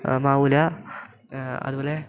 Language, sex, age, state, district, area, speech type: Malayalam, male, 18-30, Kerala, Idukki, rural, spontaneous